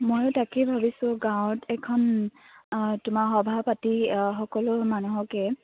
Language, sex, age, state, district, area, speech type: Assamese, female, 18-30, Assam, Dibrugarh, rural, conversation